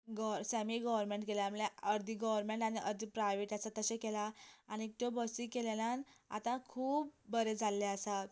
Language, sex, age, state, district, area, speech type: Goan Konkani, female, 18-30, Goa, Canacona, rural, spontaneous